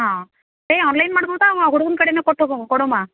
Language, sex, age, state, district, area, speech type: Kannada, female, 30-45, Karnataka, Dharwad, rural, conversation